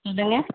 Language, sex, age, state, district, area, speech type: Tamil, female, 18-30, Tamil Nadu, Tirupattur, rural, conversation